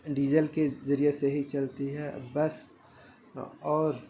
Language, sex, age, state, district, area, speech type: Urdu, male, 18-30, Bihar, Saharsa, rural, spontaneous